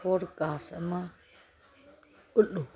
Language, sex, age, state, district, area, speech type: Manipuri, female, 45-60, Manipur, Kangpokpi, urban, read